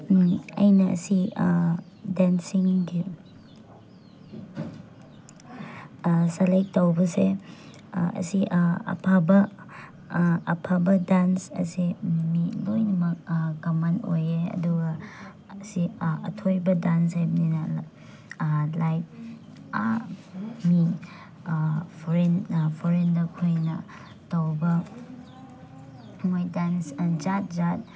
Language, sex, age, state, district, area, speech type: Manipuri, female, 18-30, Manipur, Chandel, rural, spontaneous